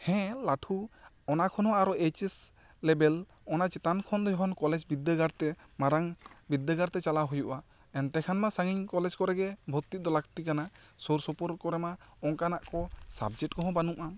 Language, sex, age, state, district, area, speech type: Santali, male, 30-45, West Bengal, Bankura, rural, spontaneous